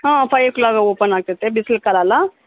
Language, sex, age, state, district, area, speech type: Kannada, female, 30-45, Karnataka, Bellary, rural, conversation